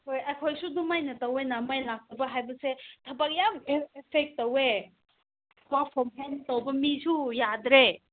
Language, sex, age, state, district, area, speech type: Manipuri, female, 18-30, Manipur, Kangpokpi, urban, conversation